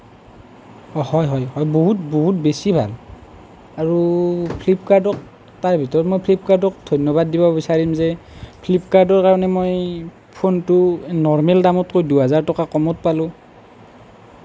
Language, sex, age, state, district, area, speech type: Assamese, male, 18-30, Assam, Nalbari, rural, spontaneous